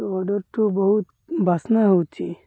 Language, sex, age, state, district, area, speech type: Odia, male, 30-45, Odisha, Malkangiri, urban, spontaneous